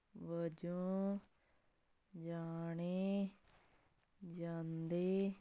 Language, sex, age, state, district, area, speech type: Punjabi, female, 18-30, Punjab, Sangrur, urban, read